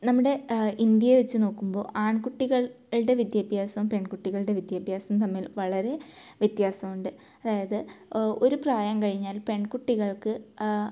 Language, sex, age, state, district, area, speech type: Malayalam, female, 18-30, Kerala, Kasaragod, rural, spontaneous